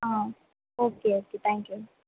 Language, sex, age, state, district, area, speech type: Tamil, female, 18-30, Tamil Nadu, Mayiladuthurai, rural, conversation